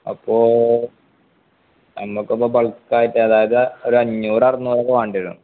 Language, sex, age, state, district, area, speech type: Malayalam, male, 18-30, Kerala, Malappuram, rural, conversation